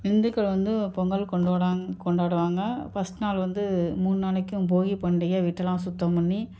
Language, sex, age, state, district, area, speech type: Tamil, female, 45-60, Tamil Nadu, Ariyalur, rural, spontaneous